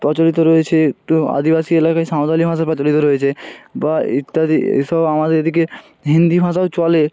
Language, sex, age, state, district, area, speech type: Bengali, male, 18-30, West Bengal, North 24 Parganas, rural, spontaneous